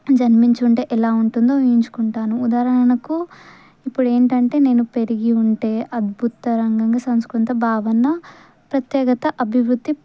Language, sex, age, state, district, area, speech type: Telugu, female, 18-30, Telangana, Sangareddy, rural, spontaneous